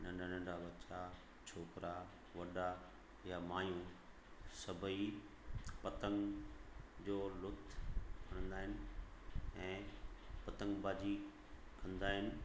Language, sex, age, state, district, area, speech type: Sindhi, male, 30-45, Gujarat, Kutch, rural, spontaneous